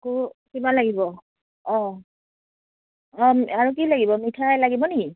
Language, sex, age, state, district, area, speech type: Assamese, female, 30-45, Assam, Udalguri, rural, conversation